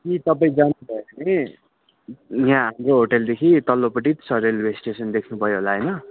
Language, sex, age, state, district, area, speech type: Nepali, male, 30-45, West Bengal, Darjeeling, rural, conversation